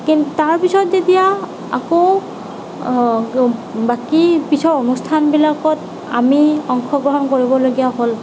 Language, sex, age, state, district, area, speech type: Assamese, female, 30-45, Assam, Nagaon, rural, spontaneous